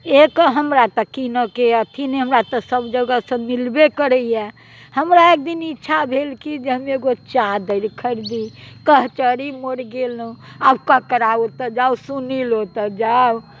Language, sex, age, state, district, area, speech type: Maithili, female, 60+, Bihar, Muzaffarpur, rural, spontaneous